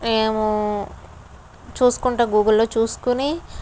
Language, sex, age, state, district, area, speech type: Telugu, female, 30-45, Andhra Pradesh, Kakinada, rural, spontaneous